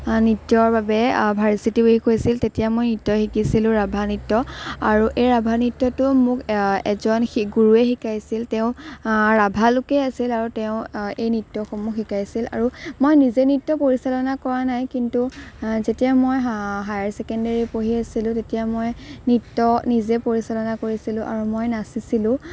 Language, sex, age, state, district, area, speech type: Assamese, female, 18-30, Assam, Morigaon, rural, spontaneous